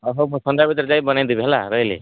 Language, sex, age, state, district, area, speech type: Odia, male, 18-30, Odisha, Malkangiri, urban, conversation